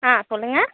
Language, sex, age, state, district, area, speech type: Tamil, female, 18-30, Tamil Nadu, Tiruvarur, rural, conversation